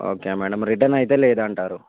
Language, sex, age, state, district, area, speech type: Telugu, male, 45-60, Andhra Pradesh, Visakhapatnam, urban, conversation